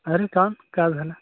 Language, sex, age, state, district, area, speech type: Marathi, male, 30-45, Maharashtra, Gadchiroli, rural, conversation